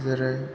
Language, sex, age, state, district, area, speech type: Bodo, male, 30-45, Assam, Chirang, rural, spontaneous